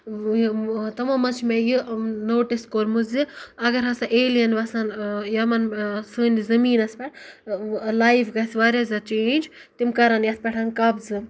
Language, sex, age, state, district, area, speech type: Kashmiri, female, 18-30, Jammu and Kashmir, Ganderbal, rural, spontaneous